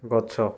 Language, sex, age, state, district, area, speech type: Odia, male, 18-30, Odisha, Kendujhar, urban, read